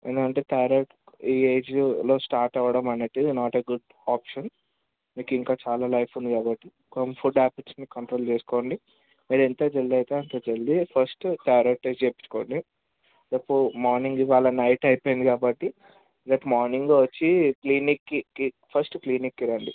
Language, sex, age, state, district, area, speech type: Telugu, male, 18-30, Telangana, Hyderabad, urban, conversation